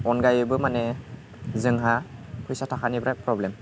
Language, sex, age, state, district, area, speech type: Bodo, male, 18-30, Assam, Udalguri, rural, spontaneous